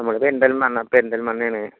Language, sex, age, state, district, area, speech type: Malayalam, male, 18-30, Kerala, Malappuram, rural, conversation